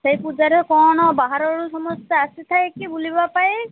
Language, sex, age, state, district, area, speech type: Odia, female, 30-45, Odisha, Malkangiri, urban, conversation